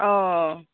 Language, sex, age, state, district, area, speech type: Assamese, female, 60+, Assam, Tinsukia, rural, conversation